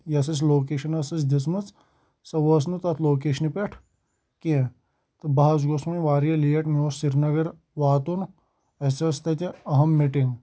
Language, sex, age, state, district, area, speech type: Kashmiri, male, 18-30, Jammu and Kashmir, Shopian, rural, spontaneous